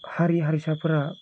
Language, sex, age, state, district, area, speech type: Bodo, male, 18-30, Assam, Chirang, urban, spontaneous